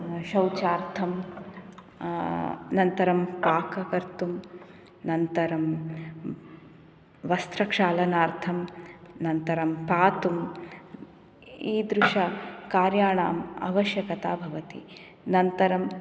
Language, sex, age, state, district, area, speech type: Sanskrit, female, 30-45, Karnataka, Bangalore Urban, urban, spontaneous